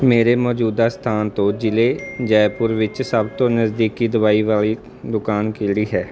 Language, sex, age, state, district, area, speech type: Punjabi, male, 18-30, Punjab, Mansa, urban, read